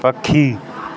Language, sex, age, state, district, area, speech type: Sindhi, male, 18-30, Madhya Pradesh, Katni, urban, read